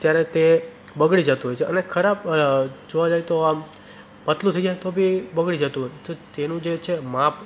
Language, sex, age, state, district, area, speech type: Gujarati, male, 18-30, Gujarat, Surat, rural, spontaneous